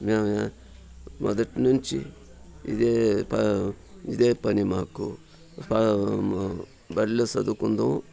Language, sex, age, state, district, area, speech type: Telugu, male, 60+, Andhra Pradesh, Sri Balaji, rural, spontaneous